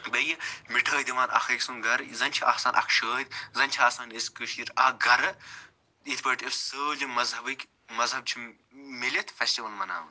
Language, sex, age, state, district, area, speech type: Kashmiri, male, 45-60, Jammu and Kashmir, Budgam, urban, spontaneous